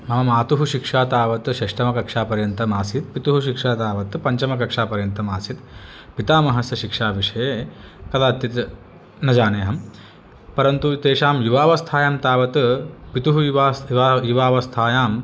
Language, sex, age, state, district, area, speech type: Sanskrit, male, 30-45, Andhra Pradesh, Chittoor, urban, spontaneous